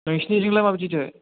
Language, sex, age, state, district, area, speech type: Bodo, female, 18-30, Assam, Chirang, rural, conversation